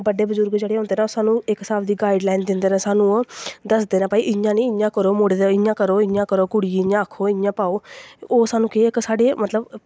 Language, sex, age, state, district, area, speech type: Dogri, female, 18-30, Jammu and Kashmir, Samba, rural, spontaneous